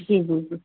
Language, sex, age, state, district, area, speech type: Urdu, female, 45-60, Bihar, Gaya, urban, conversation